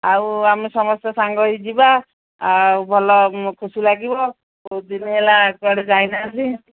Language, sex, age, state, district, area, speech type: Odia, female, 60+, Odisha, Angul, rural, conversation